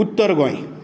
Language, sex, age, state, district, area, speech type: Goan Konkani, male, 60+, Goa, Canacona, rural, spontaneous